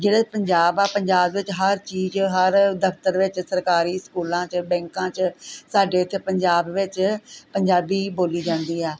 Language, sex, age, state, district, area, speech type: Punjabi, female, 45-60, Punjab, Gurdaspur, rural, spontaneous